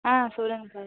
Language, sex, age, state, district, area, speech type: Tamil, female, 18-30, Tamil Nadu, Pudukkottai, rural, conversation